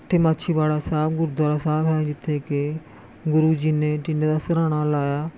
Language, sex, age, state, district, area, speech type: Punjabi, female, 45-60, Punjab, Rupnagar, rural, spontaneous